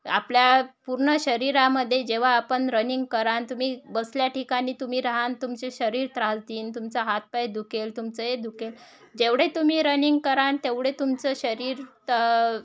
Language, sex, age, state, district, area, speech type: Marathi, female, 30-45, Maharashtra, Wardha, rural, spontaneous